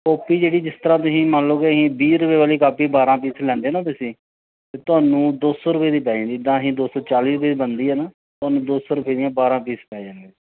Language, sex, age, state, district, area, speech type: Punjabi, male, 45-60, Punjab, Pathankot, rural, conversation